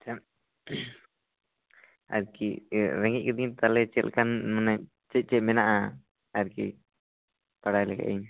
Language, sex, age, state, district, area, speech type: Santali, male, 18-30, West Bengal, Bankura, rural, conversation